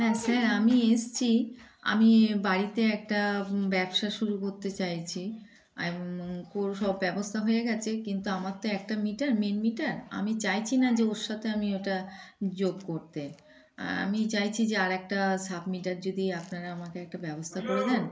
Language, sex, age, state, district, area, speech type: Bengali, female, 45-60, West Bengal, Darjeeling, rural, spontaneous